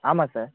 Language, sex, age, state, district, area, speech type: Tamil, male, 18-30, Tamil Nadu, Thanjavur, rural, conversation